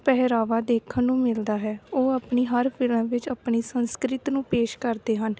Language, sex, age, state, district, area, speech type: Punjabi, female, 18-30, Punjab, Gurdaspur, rural, spontaneous